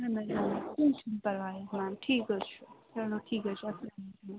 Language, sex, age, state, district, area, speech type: Kashmiri, female, 30-45, Jammu and Kashmir, Srinagar, urban, conversation